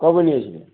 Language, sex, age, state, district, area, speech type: Bengali, male, 45-60, West Bengal, North 24 Parganas, urban, conversation